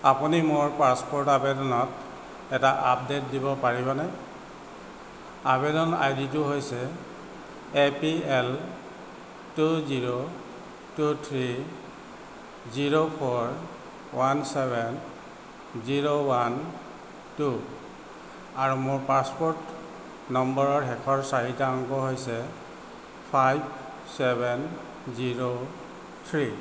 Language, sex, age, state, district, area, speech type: Assamese, male, 45-60, Assam, Tinsukia, rural, read